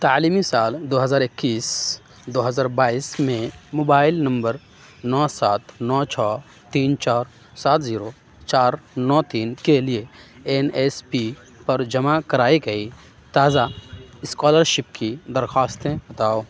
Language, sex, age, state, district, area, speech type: Urdu, male, 30-45, Uttar Pradesh, Aligarh, rural, read